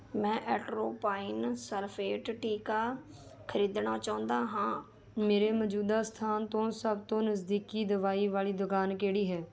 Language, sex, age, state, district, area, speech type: Punjabi, female, 30-45, Punjab, Rupnagar, rural, read